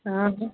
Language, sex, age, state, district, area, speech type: Hindi, female, 30-45, Madhya Pradesh, Gwalior, rural, conversation